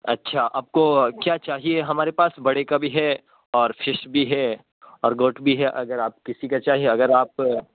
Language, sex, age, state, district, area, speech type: Urdu, male, 18-30, Uttar Pradesh, Saharanpur, urban, conversation